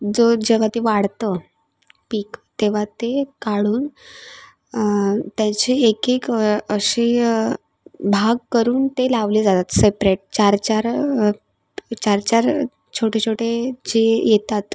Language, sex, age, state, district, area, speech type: Marathi, female, 18-30, Maharashtra, Sindhudurg, rural, spontaneous